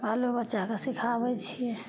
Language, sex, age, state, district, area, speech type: Maithili, female, 30-45, Bihar, Madhepura, rural, spontaneous